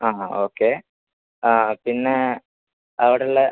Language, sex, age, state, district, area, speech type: Malayalam, male, 30-45, Kerala, Malappuram, rural, conversation